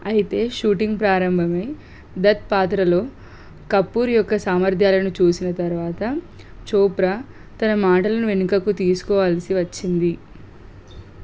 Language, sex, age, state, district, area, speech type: Telugu, female, 18-30, Telangana, Suryapet, urban, read